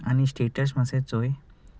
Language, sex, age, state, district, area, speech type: Goan Konkani, male, 30-45, Goa, Salcete, rural, spontaneous